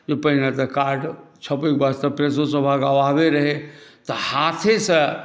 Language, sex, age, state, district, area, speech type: Maithili, male, 60+, Bihar, Saharsa, urban, spontaneous